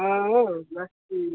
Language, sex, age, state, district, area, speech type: Dogri, male, 18-30, Jammu and Kashmir, Udhampur, rural, conversation